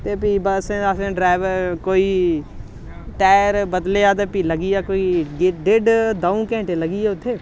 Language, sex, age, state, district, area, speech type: Dogri, male, 18-30, Jammu and Kashmir, Samba, urban, spontaneous